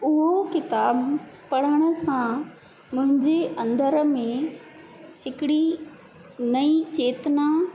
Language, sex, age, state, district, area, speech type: Sindhi, female, 45-60, Madhya Pradesh, Katni, urban, spontaneous